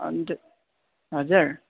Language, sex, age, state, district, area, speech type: Nepali, male, 18-30, West Bengal, Darjeeling, rural, conversation